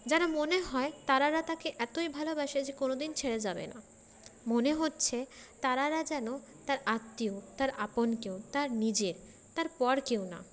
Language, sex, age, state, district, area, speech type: Bengali, female, 30-45, West Bengal, Paschim Bardhaman, urban, spontaneous